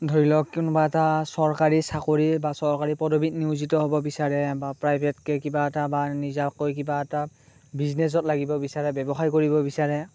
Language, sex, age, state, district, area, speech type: Assamese, male, 18-30, Assam, Morigaon, rural, spontaneous